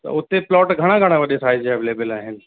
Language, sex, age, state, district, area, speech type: Sindhi, male, 30-45, Uttar Pradesh, Lucknow, rural, conversation